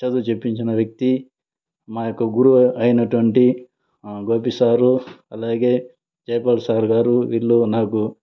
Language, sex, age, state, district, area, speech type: Telugu, male, 30-45, Andhra Pradesh, Sri Balaji, urban, spontaneous